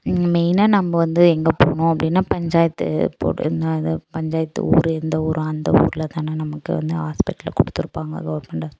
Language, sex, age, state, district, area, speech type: Tamil, female, 18-30, Tamil Nadu, Dharmapuri, rural, spontaneous